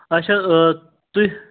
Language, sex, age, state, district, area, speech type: Kashmiri, male, 18-30, Jammu and Kashmir, Srinagar, urban, conversation